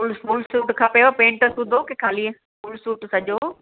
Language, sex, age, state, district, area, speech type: Sindhi, female, 45-60, Maharashtra, Thane, urban, conversation